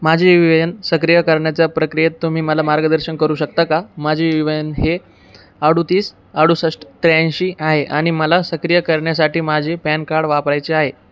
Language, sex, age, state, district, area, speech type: Marathi, male, 18-30, Maharashtra, Jalna, urban, read